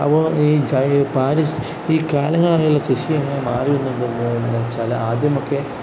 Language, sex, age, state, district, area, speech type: Malayalam, male, 18-30, Kerala, Kozhikode, rural, spontaneous